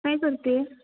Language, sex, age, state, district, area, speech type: Marathi, female, 18-30, Maharashtra, Ratnagiri, rural, conversation